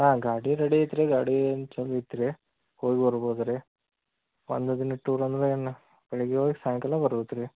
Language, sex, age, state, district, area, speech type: Kannada, male, 30-45, Karnataka, Belgaum, rural, conversation